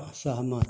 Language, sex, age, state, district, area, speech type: Hindi, male, 60+, Uttar Pradesh, Mau, rural, read